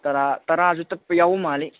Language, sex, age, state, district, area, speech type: Manipuri, male, 18-30, Manipur, Kangpokpi, urban, conversation